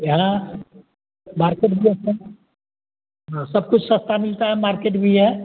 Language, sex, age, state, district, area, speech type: Hindi, male, 60+, Bihar, Madhepura, urban, conversation